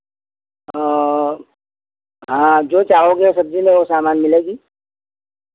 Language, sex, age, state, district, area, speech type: Hindi, male, 60+, Uttar Pradesh, Lucknow, rural, conversation